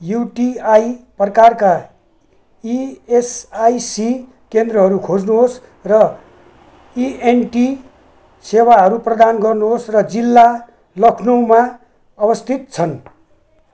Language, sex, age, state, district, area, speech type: Nepali, male, 60+, West Bengal, Jalpaiguri, rural, read